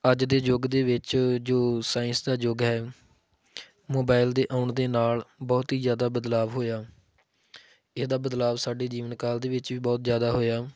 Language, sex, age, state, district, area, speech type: Punjabi, male, 30-45, Punjab, Tarn Taran, rural, spontaneous